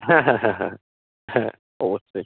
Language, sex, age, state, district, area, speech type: Bengali, male, 45-60, West Bengal, North 24 Parganas, urban, conversation